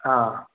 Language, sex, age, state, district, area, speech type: Malayalam, male, 18-30, Kerala, Wayanad, rural, conversation